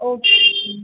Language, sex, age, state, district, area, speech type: Tamil, female, 30-45, Tamil Nadu, Chennai, urban, conversation